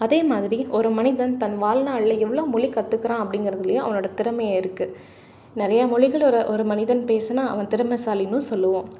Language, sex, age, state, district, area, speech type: Tamil, female, 30-45, Tamil Nadu, Salem, urban, spontaneous